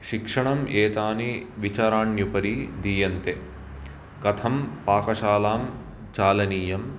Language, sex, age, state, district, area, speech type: Sanskrit, male, 30-45, Karnataka, Bangalore Urban, urban, spontaneous